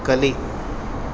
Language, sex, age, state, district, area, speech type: Kannada, male, 30-45, Karnataka, Udupi, urban, read